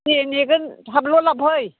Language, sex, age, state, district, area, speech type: Bodo, female, 60+, Assam, Chirang, rural, conversation